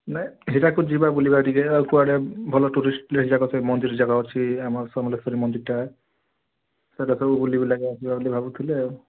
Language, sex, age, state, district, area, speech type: Odia, male, 18-30, Odisha, Kalahandi, rural, conversation